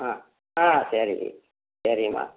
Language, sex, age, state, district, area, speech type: Tamil, male, 60+, Tamil Nadu, Erode, rural, conversation